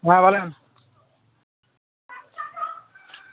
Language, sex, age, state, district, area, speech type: Bengali, male, 18-30, West Bengal, Howrah, urban, conversation